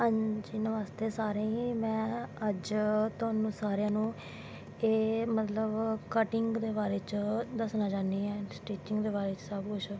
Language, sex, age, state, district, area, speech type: Dogri, female, 18-30, Jammu and Kashmir, Samba, rural, spontaneous